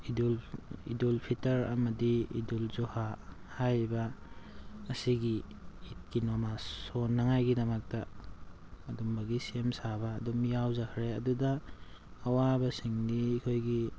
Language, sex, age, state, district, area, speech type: Manipuri, male, 45-60, Manipur, Thoubal, rural, spontaneous